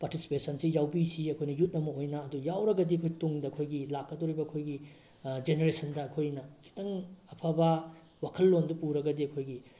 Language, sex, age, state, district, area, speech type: Manipuri, male, 18-30, Manipur, Bishnupur, rural, spontaneous